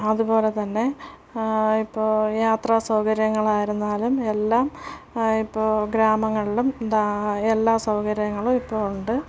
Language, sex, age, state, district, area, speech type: Malayalam, female, 30-45, Kerala, Thiruvananthapuram, rural, spontaneous